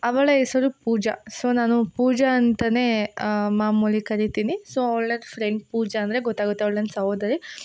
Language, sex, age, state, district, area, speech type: Kannada, female, 18-30, Karnataka, Hassan, urban, spontaneous